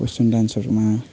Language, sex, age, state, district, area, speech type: Nepali, male, 30-45, West Bengal, Jalpaiguri, urban, spontaneous